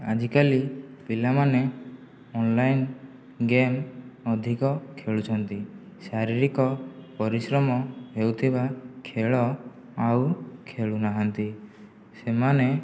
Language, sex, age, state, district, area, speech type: Odia, male, 18-30, Odisha, Jajpur, rural, spontaneous